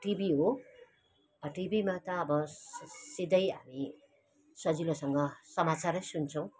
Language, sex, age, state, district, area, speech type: Nepali, female, 45-60, West Bengal, Kalimpong, rural, spontaneous